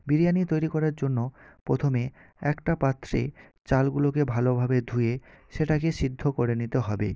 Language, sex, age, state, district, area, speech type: Bengali, male, 18-30, West Bengal, North 24 Parganas, rural, spontaneous